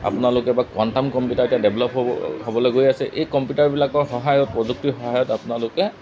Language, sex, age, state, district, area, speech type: Assamese, male, 30-45, Assam, Golaghat, rural, spontaneous